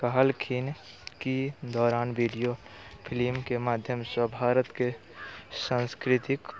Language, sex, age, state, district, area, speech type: Maithili, male, 18-30, Bihar, Muzaffarpur, rural, spontaneous